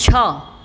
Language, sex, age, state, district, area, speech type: Gujarati, female, 60+, Gujarat, Surat, urban, read